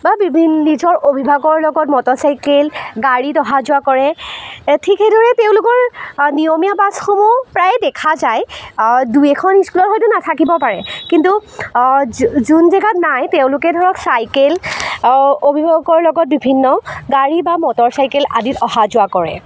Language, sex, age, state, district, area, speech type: Assamese, female, 18-30, Assam, Jorhat, rural, spontaneous